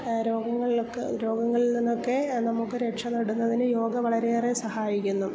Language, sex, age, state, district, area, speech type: Malayalam, female, 45-60, Kerala, Kollam, rural, spontaneous